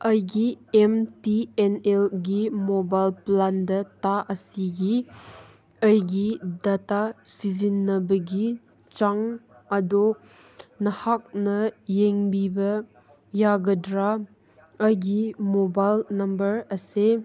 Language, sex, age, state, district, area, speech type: Manipuri, female, 18-30, Manipur, Kangpokpi, urban, read